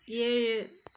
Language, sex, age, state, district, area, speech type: Tamil, female, 18-30, Tamil Nadu, Perambalur, urban, read